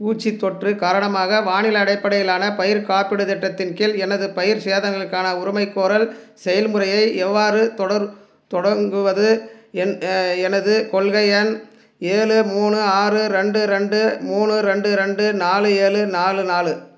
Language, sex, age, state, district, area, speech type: Tamil, male, 45-60, Tamil Nadu, Dharmapuri, rural, read